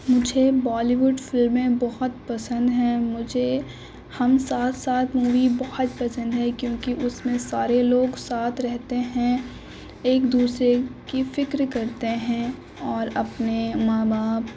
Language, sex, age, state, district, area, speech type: Urdu, female, 18-30, Uttar Pradesh, Gautam Buddha Nagar, urban, spontaneous